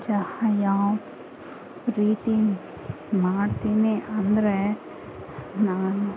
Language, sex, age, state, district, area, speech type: Kannada, female, 30-45, Karnataka, Kolar, urban, spontaneous